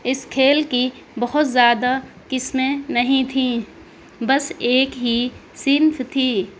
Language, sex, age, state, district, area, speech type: Urdu, female, 18-30, Delhi, South Delhi, rural, spontaneous